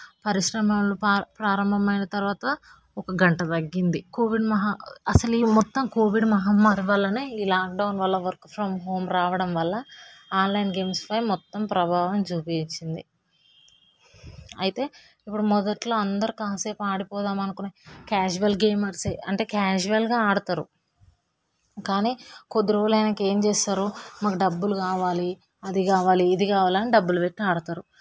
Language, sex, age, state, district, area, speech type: Telugu, female, 18-30, Telangana, Hyderabad, urban, spontaneous